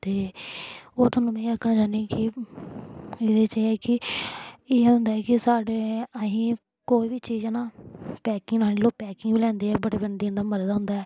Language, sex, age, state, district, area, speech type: Dogri, female, 18-30, Jammu and Kashmir, Samba, rural, spontaneous